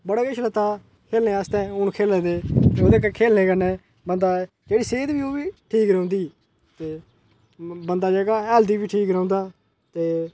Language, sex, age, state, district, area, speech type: Dogri, male, 30-45, Jammu and Kashmir, Udhampur, urban, spontaneous